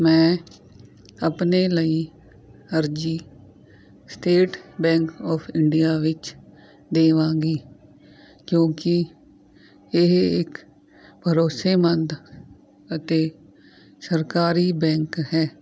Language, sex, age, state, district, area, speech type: Punjabi, female, 30-45, Punjab, Fazilka, rural, spontaneous